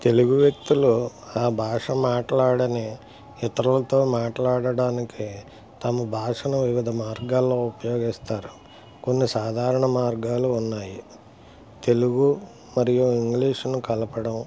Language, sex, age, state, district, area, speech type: Telugu, male, 60+, Andhra Pradesh, West Godavari, rural, spontaneous